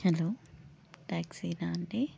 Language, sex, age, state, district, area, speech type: Telugu, female, 30-45, Telangana, Hanamkonda, urban, spontaneous